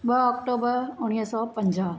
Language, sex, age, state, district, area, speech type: Sindhi, female, 45-60, Maharashtra, Thane, urban, spontaneous